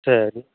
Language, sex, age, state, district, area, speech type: Tamil, male, 60+, Tamil Nadu, Krishnagiri, rural, conversation